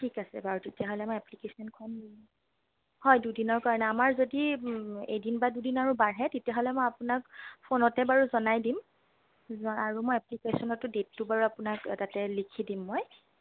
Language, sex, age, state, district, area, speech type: Assamese, female, 30-45, Assam, Sonitpur, rural, conversation